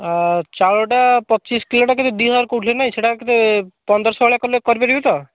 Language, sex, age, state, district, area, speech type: Odia, male, 18-30, Odisha, Bhadrak, rural, conversation